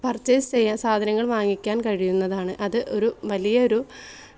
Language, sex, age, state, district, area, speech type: Malayalam, female, 18-30, Kerala, Malappuram, rural, spontaneous